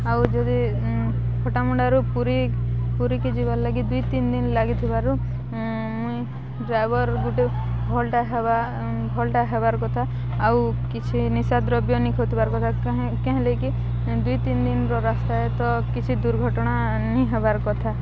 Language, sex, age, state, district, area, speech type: Odia, female, 18-30, Odisha, Balangir, urban, spontaneous